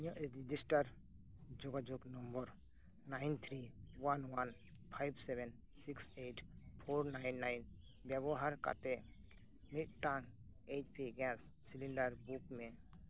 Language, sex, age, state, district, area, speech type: Santali, male, 18-30, West Bengal, Birbhum, rural, read